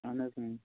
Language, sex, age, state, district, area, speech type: Kashmiri, male, 18-30, Jammu and Kashmir, Anantnag, rural, conversation